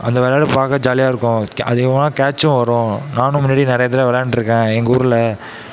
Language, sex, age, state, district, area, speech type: Tamil, male, 18-30, Tamil Nadu, Mayiladuthurai, rural, spontaneous